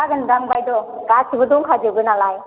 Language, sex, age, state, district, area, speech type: Bodo, female, 60+, Assam, Kokrajhar, rural, conversation